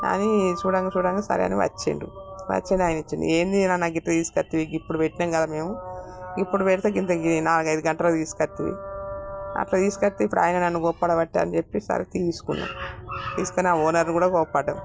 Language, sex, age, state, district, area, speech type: Telugu, female, 60+, Telangana, Peddapalli, rural, spontaneous